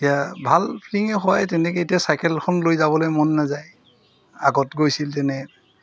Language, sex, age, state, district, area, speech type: Assamese, male, 45-60, Assam, Golaghat, rural, spontaneous